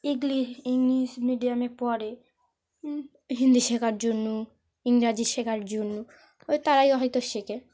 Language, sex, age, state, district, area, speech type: Bengali, female, 18-30, West Bengal, Dakshin Dinajpur, urban, spontaneous